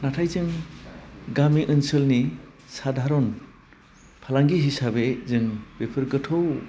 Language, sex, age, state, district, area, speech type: Bodo, male, 45-60, Assam, Udalguri, urban, spontaneous